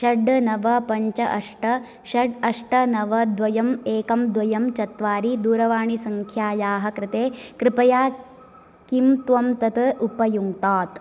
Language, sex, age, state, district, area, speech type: Sanskrit, female, 18-30, Karnataka, Uttara Kannada, urban, read